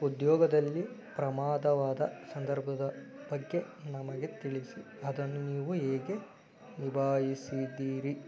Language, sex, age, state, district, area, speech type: Kannada, male, 30-45, Karnataka, Chikkaballapur, rural, spontaneous